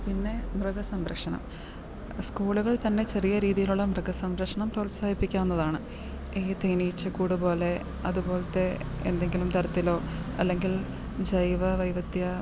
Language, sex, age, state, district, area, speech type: Malayalam, female, 30-45, Kerala, Idukki, rural, spontaneous